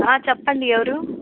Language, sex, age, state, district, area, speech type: Telugu, female, 18-30, Andhra Pradesh, Guntur, rural, conversation